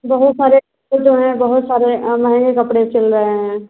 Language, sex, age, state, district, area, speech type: Hindi, female, 30-45, Uttar Pradesh, Azamgarh, rural, conversation